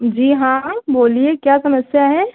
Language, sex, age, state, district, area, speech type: Hindi, female, 45-60, Uttar Pradesh, Ayodhya, rural, conversation